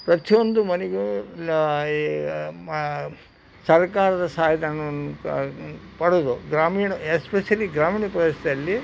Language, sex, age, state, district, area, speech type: Kannada, male, 60+, Karnataka, Koppal, rural, spontaneous